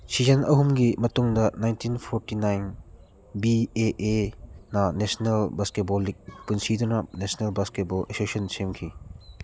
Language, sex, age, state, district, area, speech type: Manipuri, male, 30-45, Manipur, Churachandpur, rural, read